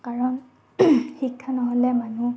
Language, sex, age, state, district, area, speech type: Assamese, female, 30-45, Assam, Morigaon, rural, spontaneous